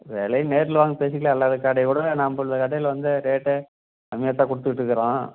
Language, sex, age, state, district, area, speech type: Tamil, male, 45-60, Tamil Nadu, Namakkal, rural, conversation